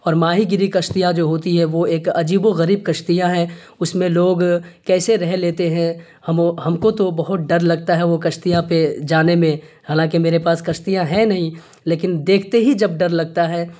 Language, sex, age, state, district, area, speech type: Urdu, male, 30-45, Bihar, Darbhanga, rural, spontaneous